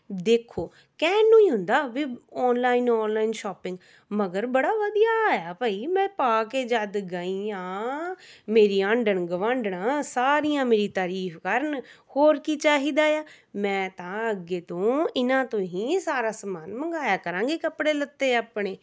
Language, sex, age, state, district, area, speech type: Punjabi, female, 30-45, Punjab, Rupnagar, urban, spontaneous